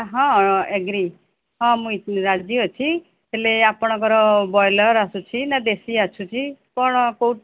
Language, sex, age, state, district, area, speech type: Odia, female, 45-60, Odisha, Cuttack, urban, conversation